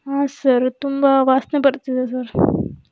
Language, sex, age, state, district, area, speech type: Kannada, female, 18-30, Karnataka, Davanagere, urban, spontaneous